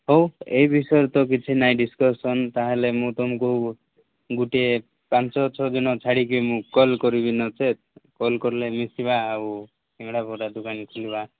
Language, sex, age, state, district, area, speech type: Odia, male, 30-45, Odisha, Koraput, urban, conversation